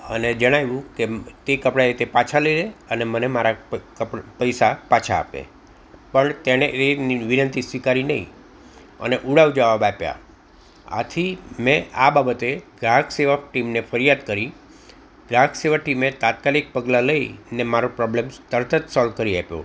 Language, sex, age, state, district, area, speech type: Gujarati, male, 60+, Gujarat, Anand, urban, spontaneous